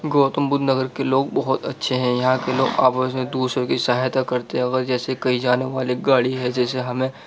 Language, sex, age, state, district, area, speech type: Urdu, male, 45-60, Uttar Pradesh, Gautam Buddha Nagar, urban, spontaneous